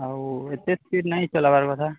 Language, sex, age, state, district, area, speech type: Odia, male, 30-45, Odisha, Balangir, urban, conversation